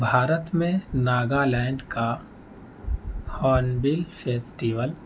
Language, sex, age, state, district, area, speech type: Urdu, male, 18-30, Delhi, North East Delhi, rural, spontaneous